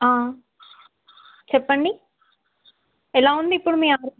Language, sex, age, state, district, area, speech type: Telugu, female, 18-30, Telangana, Ranga Reddy, urban, conversation